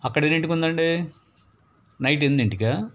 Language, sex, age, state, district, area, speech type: Telugu, male, 60+, Andhra Pradesh, Palnadu, urban, spontaneous